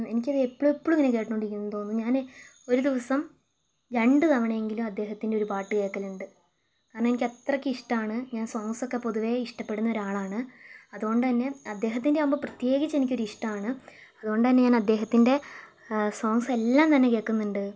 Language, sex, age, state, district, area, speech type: Malayalam, female, 18-30, Kerala, Wayanad, rural, spontaneous